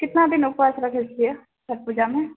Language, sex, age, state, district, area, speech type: Maithili, female, 45-60, Bihar, Purnia, rural, conversation